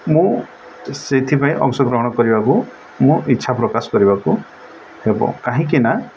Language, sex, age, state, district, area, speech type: Odia, male, 45-60, Odisha, Nabarangpur, urban, spontaneous